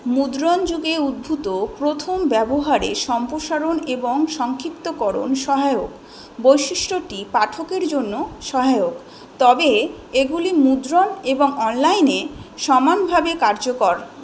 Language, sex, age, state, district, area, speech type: Bengali, female, 18-30, West Bengal, South 24 Parganas, urban, read